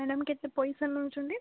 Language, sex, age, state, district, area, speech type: Odia, female, 18-30, Odisha, Balasore, rural, conversation